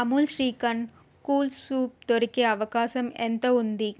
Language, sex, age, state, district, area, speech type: Telugu, female, 30-45, Andhra Pradesh, N T Rama Rao, urban, read